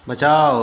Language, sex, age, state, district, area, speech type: Hindi, male, 30-45, Uttar Pradesh, Ghazipur, urban, read